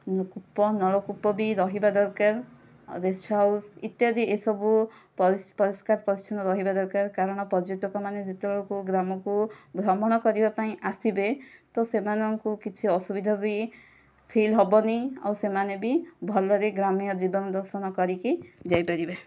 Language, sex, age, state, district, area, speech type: Odia, female, 18-30, Odisha, Kandhamal, rural, spontaneous